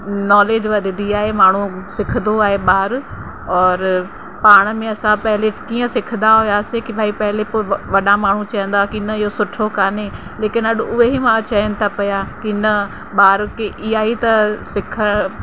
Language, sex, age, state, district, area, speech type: Sindhi, female, 30-45, Uttar Pradesh, Lucknow, rural, spontaneous